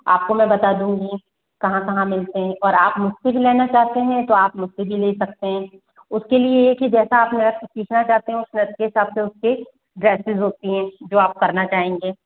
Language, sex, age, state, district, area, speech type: Hindi, female, 18-30, Rajasthan, Jaipur, urban, conversation